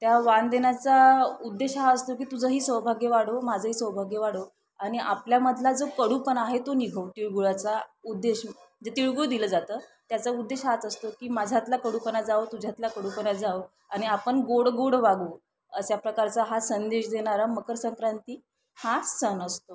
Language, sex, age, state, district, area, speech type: Marathi, female, 30-45, Maharashtra, Thane, urban, spontaneous